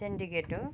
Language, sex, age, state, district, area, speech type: Nepali, female, 45-60, West Bengal, Kalimpong, rural, spontaneous